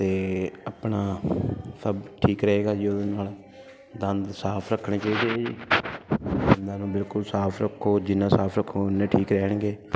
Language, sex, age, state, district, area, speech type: Punjabi, male, 30-45, Punjab, Ludhiana, urban, spontaneous